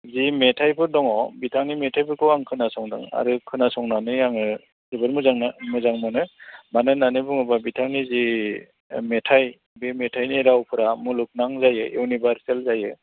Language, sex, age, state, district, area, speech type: Bodo, male, 45-60, Assam, Baksa, urban, conversation